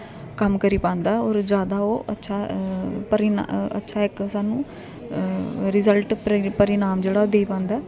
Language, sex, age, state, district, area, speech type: Dogri, female, 18-30, Jammu and Kashmir, Kathua, rural, spontaneous